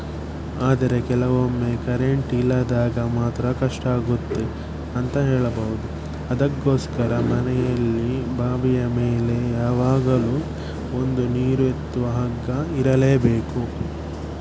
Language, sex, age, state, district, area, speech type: Kannada, male, 18-30, Karnataka, Shimoga, rural, spontaneous